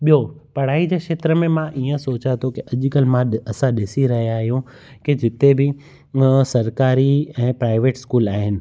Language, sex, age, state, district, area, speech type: Sindhi, male, 30-45, Gujarat, Kutch, rural, spontaneous